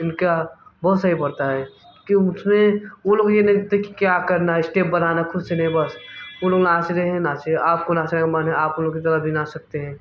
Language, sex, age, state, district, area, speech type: Hindi, male, 18-30, Uttar Pradesh, Mirzapur, urban, spontaneous